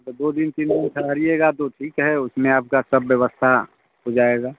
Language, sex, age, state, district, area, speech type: Hindi, male, 45-60, Bihar, Muzaffarpur, rural, conversation